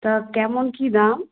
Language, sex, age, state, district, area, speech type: Bengali, female, 18-30, West Bengal, South 24 Parganas, rural, conversation